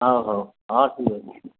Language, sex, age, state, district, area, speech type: Odia, male, 60+, Odisha, Gajapati, rural, conversation